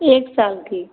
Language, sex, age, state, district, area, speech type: Hindi, female, 30-45, Uttar Pradesh, Ayodhya, rural, conversation